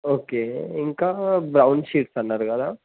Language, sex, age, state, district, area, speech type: Telugu, male, 18-30, Telangana, Suryapet, urban, conversation